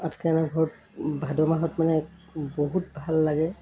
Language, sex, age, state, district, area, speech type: Assamese, female, 45-60, Assam, Golaghat, urban, spontaneous